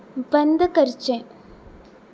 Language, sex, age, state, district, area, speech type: Goan Konkani, female, 18-30, Goa, Ponda, rural, read